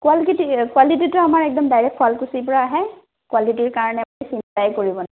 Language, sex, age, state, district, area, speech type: Assamese, female, 30-45, Assam, Sonitpur, rural, conversation